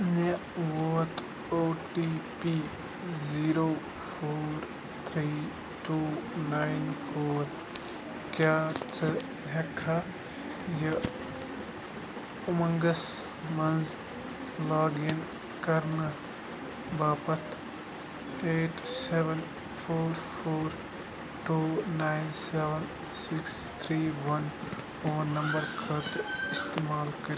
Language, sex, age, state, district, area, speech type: Kashmiri, male, 30-45, Jammu and Kashmir, Bandipora, rural, read